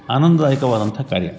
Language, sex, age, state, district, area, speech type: Kannada, male, 45-60, Karnataka, Gadag, rural, spontaneous